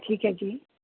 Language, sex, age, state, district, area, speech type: Punjabi, female, 30-45, Punjab, Amritsar, urban, conversation